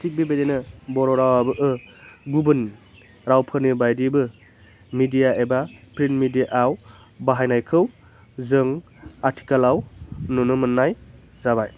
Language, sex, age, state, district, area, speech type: Bodo, male, 18-30, Assam, Baksa, rural, spontaneous